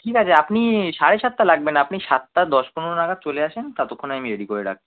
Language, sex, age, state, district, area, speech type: Bengali, male, 18-30, West Bengal, Kolkata, urban, conversation